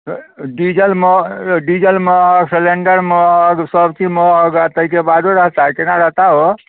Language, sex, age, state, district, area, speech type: Maithili, male, 60+, Bihar, Muzaffarpur, urban, conversation